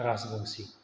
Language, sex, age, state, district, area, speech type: Bodo, male, 30-45, Assam, Chirang, rural, spontaneous